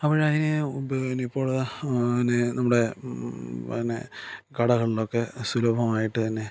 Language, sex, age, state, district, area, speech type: Malayalam, male, 45-60, Kerala, Thiruvananthapuram, rural, spontaneous